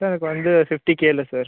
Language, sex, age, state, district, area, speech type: Tamil, male, 18-30, Tamil Nadu, Viluppuram, urban, conversation